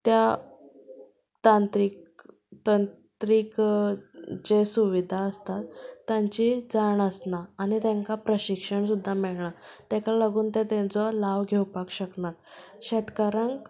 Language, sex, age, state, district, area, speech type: Goan Konkani, female, 18-30, Goa, Canacona, rural, spontaneous